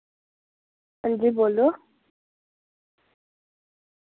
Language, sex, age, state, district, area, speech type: Dogri, female, 18-30, Jammu and Kashmir, Reasi, urban, conversation